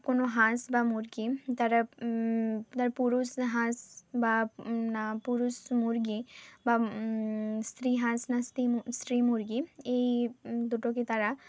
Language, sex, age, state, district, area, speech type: Bengali, female, 18-30, West Bengal, Bankura, rural, spontaneous